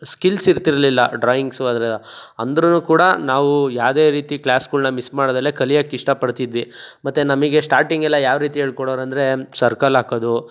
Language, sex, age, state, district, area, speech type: Kannada, male, 60+, Karnataka, Tumkur, rural, spontaneous